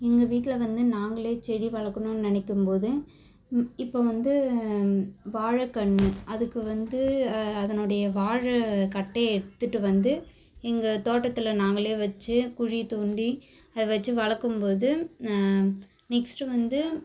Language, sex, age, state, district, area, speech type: Tamil, female, 18-30, Tamil Nadu, Cuddalore, rural, spontaneous